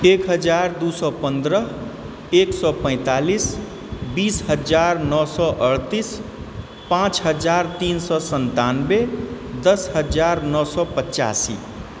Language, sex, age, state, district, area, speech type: Maithili, male, 45-60, Bihar, Supaul, rural, spontaneous